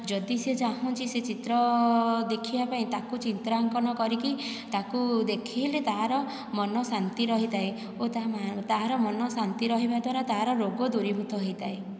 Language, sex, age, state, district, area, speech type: Odia, female, 60+, Odisha, Dhenkanal, rural, spontaneous